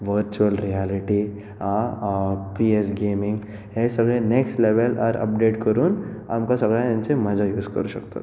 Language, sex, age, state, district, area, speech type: Goan Konkani, male, 18-30, Goa, Bardez, urban, spontaneous